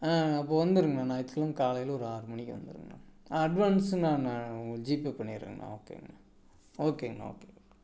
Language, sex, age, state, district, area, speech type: Tamil, male, 45-60, Tamil Nadu, Tiruppur, rural, spontaneous